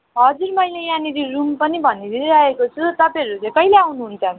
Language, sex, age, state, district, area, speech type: Nepali, female, 18-30, West Bengal, Jalpaiguri, rural, conversation